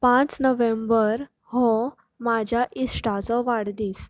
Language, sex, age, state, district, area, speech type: Goan Konkani, female, 18-30, Goa, Canacona, rural, spontaneous